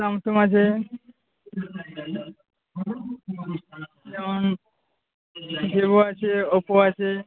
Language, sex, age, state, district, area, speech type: Bengali, male, 45-60, West Bengal, Uttar Dinajpur, urban, conversation